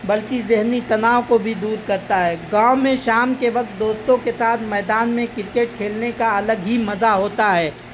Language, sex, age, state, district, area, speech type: Urdu, male, 18-30, Uttar Pradesh, Azamgarh, rural, spontaneous